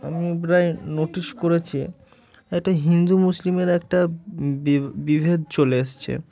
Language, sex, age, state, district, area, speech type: Bengali, male, 18-30, West Bengal, Murshidabad, urban, spontaneous